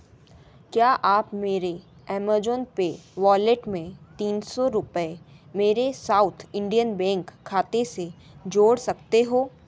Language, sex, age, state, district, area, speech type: Hindi, female, 18-30, Madhya Pradesh, Ujjain, urban, read